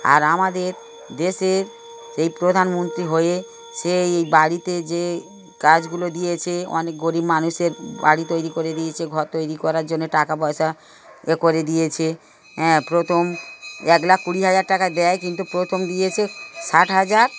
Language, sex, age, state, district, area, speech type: Bengali, female, 60+, West Bengal, Darjeeling, rural, spontaneous